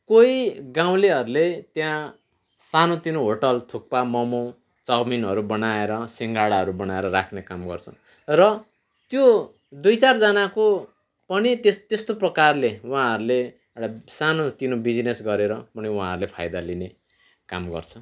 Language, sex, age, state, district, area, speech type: Nepali, male, 45-60, West Bengal, Kalimpong, rural, spontaneous